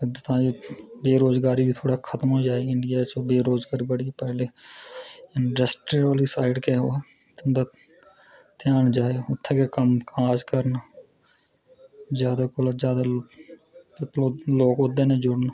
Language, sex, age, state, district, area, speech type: Dogri, male, 30-45, Jammu and Kashmir, Udhampur, rural, spontaneous